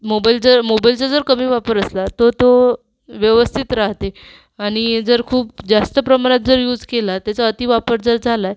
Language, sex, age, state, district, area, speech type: Marathi, female, 45-60, Maharashtra, Amravati, urban, spontaneous